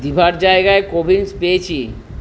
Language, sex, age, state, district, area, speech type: Bengali, male, 60+, West Bengal, Purba Bardhaman, urban, read